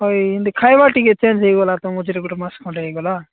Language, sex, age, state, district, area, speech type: Odia, male, 18-30, Odisha, Nabarangpur, urban, conversation